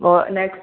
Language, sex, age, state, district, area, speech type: Malayalam, female, 45-60, Kerala, Malappuram, rural, conversation